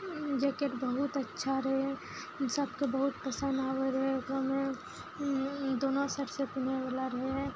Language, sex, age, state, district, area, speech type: Maithili, female, 18-30, Bihar, Araria, urban, spontaneous